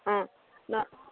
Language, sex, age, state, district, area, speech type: Assamese, female, 30-45, Assam, Sivasagar, rural, conversation